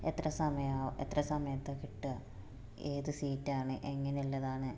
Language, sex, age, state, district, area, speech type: Malayalam, female, 18-30, Kerala, Malappuram, rural, spontaneous